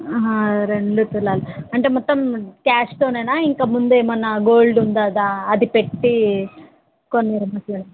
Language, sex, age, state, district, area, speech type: Telugu, female, 30-45, Telangana, Nalgonda, rural, conversation